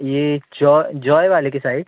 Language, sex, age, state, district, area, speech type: Hindi, male, 18-30, Madhya Pradesh, Jabalpur, urban, conversation